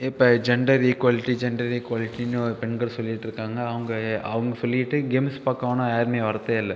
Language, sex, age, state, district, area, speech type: Tamil, male, 18-30, Tamil Nadu, Viluppuram, urban, spontaneous